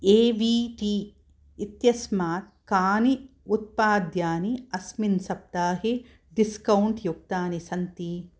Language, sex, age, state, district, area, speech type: Sanskrit, female, 60+, Karnataka, Mysore, urban, read